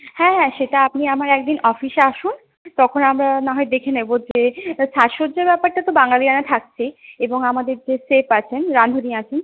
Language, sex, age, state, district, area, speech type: Bengali, female, 30-45, West Bengal, Purulia, urban, conversation